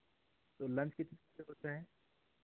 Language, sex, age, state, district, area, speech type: Hindi, male, 30-45, Madhya Pradesh, Betul, urban, conversation